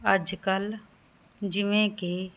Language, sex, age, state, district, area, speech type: Punjabi, female, 30-45, Punjab, Muktsar, urban, spontaneous